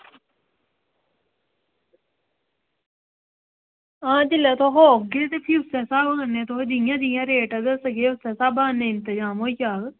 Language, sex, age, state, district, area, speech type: Dogri, female, 30-45, Jammu and Kashmir, Samba, rural, conversation